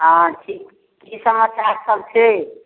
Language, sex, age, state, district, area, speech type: Maithili, female, 60+, Bihar, Darbhanga, urban, conversation